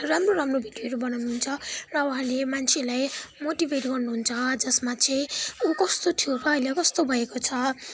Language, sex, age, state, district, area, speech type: Nepali, female, 18-30, West Bengal, Kalimpong, rural, spontaneous